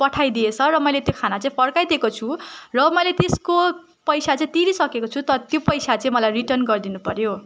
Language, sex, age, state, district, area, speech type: Nepali, female, 18-30, West Bengal, Darjeeling, rural, spontaneous